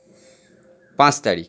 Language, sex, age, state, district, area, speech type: Bengali, male, 18-30, West Bengal, Howrah, urban, spontaneous